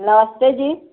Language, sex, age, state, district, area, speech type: Hindi, female, 60+, Uttar Pradesh, Chandauli, rural, conversation